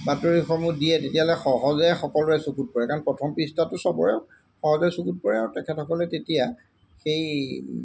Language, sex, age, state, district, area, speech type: Assamese, male, 45-60, Assam, Golaghat, urban, spontaneous